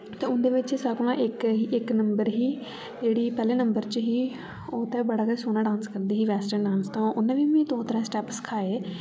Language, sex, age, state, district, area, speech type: Dogri, female, 18-30, Jammu and Kashmir, Jammu, urban, spontaneous